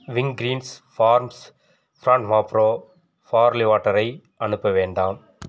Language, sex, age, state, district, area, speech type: Tamil, male, 45-60, Tamil Nadu, Viluppuram, rural, read